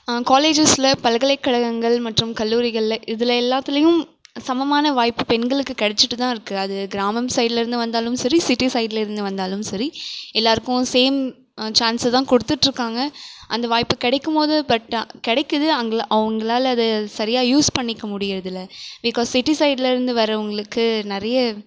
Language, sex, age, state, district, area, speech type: Tamil, female, 18-30, Tamil Nadu, Krishnagiri, rural, spontaneous